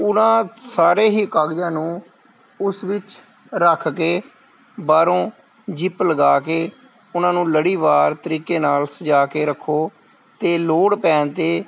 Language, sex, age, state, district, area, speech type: Punjabi, male, 45-60, Punjab, Gurdaspur, rural, spontaneous